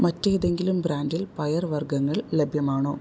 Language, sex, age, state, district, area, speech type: Malayalam, female, 30-45, Kerala, Thrissur, urban, read